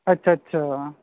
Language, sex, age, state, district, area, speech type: Punjabi, male, 30-45, Punjab, Bathinda, rural, conversation